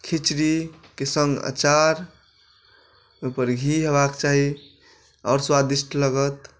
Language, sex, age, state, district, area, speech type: Maithili, male, 45-60, Bihar, Madhubani, urban, spontaneous